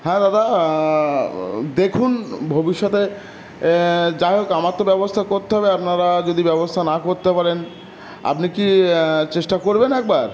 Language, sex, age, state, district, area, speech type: Bengali, male, 30-45, West Bengal, Howrah, urban, spontaneous